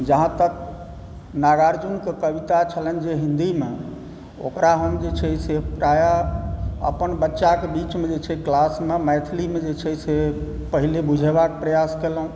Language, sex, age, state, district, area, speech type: Maithili, male, 45-60, Bihar, Supaul, rural, spontaneous